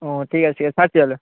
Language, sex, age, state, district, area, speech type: Bengali, male, 18-30, West Bengal, Uttar Dinajpur, urban, conversation